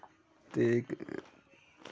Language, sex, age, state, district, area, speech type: Dogri, male, 18-30, Jammu and Kashmir, Samba, rural, spontaneous